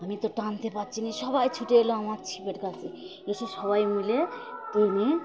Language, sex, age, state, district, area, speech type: Bengali, female, 60+, West Bengal, Birbhum, urban, spontaneous